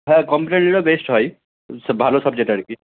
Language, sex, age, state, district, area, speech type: Bengali, male, 18-30, West Bengal, Malda, rural, conversation